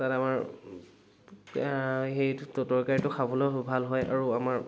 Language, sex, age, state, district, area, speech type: Assamese, male, 18-30, Assam, Dhemaji, rural, spontaneous